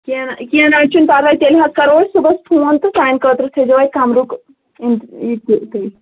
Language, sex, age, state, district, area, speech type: Kashmiri, female, 18-30, Jammu and Kashmir, Anantnag, rural, conversation